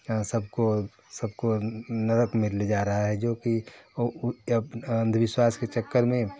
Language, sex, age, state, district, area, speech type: Hindi, male, 45-60, Uttar Pradesh, Varanasi, urban, spontaneous